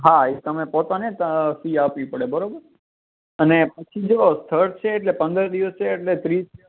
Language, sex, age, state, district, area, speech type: Gujarati, male, 18-30, Gujarat, Kutch, urban, conversation